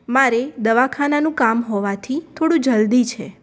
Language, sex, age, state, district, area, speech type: Gujarati, female, 18-30, Gujarat, Mehsana, rural, spontaneous